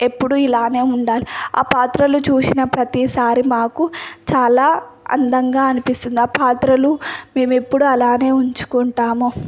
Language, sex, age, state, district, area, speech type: Telugu, female, 18-30, Telangana, Hyderabad, urban, spontaneous